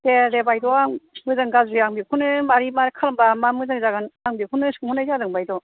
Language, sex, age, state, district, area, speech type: Bodo, female, 60+, Assam, Kokrajhar, rural, conversation